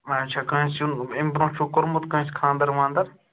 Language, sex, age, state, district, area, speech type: Kashmiri, male, 18-30, Jammu and Kashmir, Ganderbal, rural, conversation